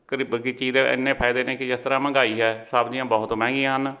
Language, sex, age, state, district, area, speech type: Punjabi, male, 45-60, Punjab, Fatehgarh Sahib, rural, spontaneous